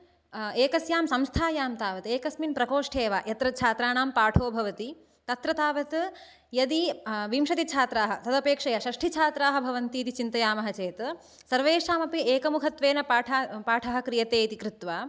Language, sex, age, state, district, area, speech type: Sanskrit, female, 18-30, Karnataka, Dakshina Kannada, urban, spontaneous